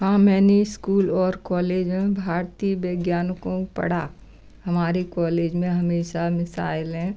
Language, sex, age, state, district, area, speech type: Hindi, female, 60+, Madhya Pradesh, Gwalior, rural, spontaneous